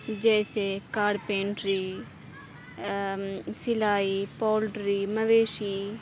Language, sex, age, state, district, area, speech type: Urdu, female, 18-30, Uttar Pradesh, Aligarh, rural, spontaneous